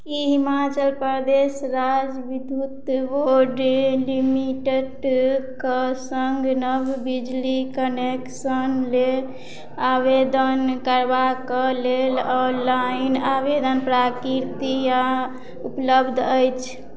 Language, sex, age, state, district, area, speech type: Maithili, female, 30-45, Bihar, Madhubani, rural, read